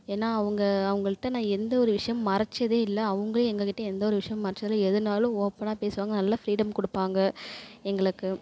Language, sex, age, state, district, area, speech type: Tamil, female, 30-45, Tamil Nadu, Thanjavur, rural, spontaneous